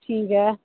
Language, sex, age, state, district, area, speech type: Dogri, female, 30-45, Jammu and Kashmir, Udhampur, urban, conversation